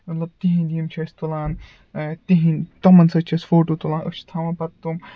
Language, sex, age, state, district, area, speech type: Kashmiri, male, 30-45, Jammu and Kashmir, Ganderbal, rural, spontaneous